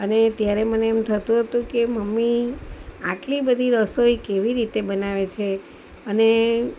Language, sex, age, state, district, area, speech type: Gujarati, female, 45-60, Gujarat, Valsad, rural, spontaneous